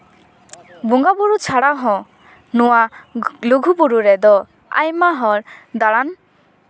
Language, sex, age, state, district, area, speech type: Santali, female, 18-30, West Bengal, Paschim Bardhaman, rural, spontaneous